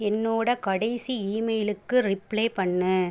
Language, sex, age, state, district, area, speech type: Tamil, female, 30-45, Tamil Nadu, Pudukkottai, rural, read